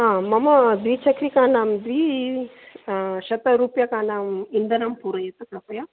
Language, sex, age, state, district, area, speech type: Sanskrit, female, 45-60, Karnataka, Dakshina Kannada, urban, conversation